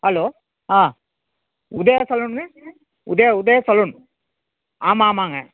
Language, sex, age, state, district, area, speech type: Tamil, male, 60+, Tamil Nadu, Coimbatore, rural, conversation